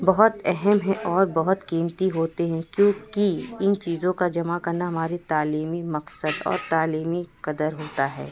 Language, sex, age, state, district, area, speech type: Urdu, female, 45-60, Uttar Pradesh, Lucknow, rural, spontaneous